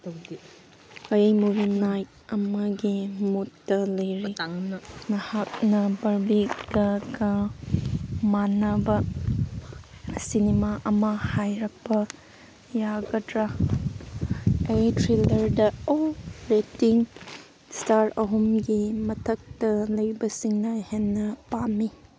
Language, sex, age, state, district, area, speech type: Manipuri, female, 18-30, Manipur, Kangpokpi, urban, read